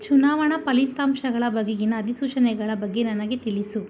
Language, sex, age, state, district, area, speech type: Kannada, female, 45-60, Karnataka, Mysore, rural, read